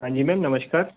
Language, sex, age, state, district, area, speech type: Hindi, male, 18-30, Madhya Pradesh, Gwalior, rural, conversation